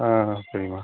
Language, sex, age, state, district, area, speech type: Tamil, male, 45-60, Tamil Nadu, Virudhunagar, rural, conversation